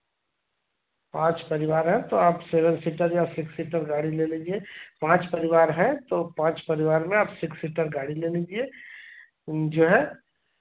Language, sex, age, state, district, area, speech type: Hindi, male, 45-60, Uttar Pradesh, Chandauli, urban, conversation